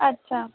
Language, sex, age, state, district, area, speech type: Dogri, female, 18-30, Jammu and Kashmir, Jammu, urban, conversation